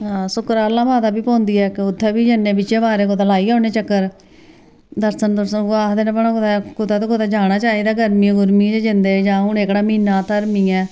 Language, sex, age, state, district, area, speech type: Dogri, female, 45-60, Jammu and Kashmir, Samba, rural, spontaneous